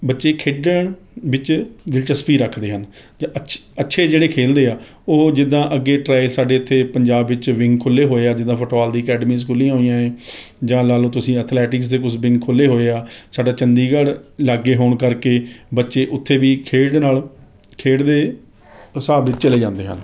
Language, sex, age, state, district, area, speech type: Punjabi, male, 30-45, Punjab, Rupnagar, rural, spontaneous